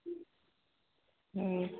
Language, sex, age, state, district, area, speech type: Odia, female, 45-60, Odisha, Sambalpur, rural, conversation